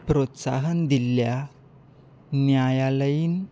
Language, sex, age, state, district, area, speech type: Goan Konkani, male, 18-30, Goa, Salcete, rural, read